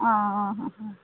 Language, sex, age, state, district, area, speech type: Goan Konkani, female, 30-45, Goa, Quepem, rural, conversation